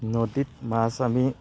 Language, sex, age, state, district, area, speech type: Assamese, male, 30-45, Assam, Barpeta, rural, spontaneous